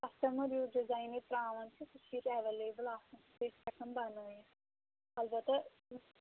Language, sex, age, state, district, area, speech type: Kashmiri, female, 18-30, Jammu and Kashmir, Anantnag, rural, conversation